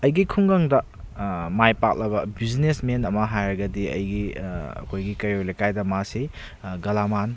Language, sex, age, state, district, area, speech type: Manipuri, male, 30-45, Manipur, Kakching, rural, spontaneous